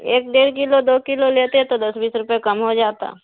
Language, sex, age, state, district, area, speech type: Urdu, female, 18-30, Bihar, Khagaria, rural, conversation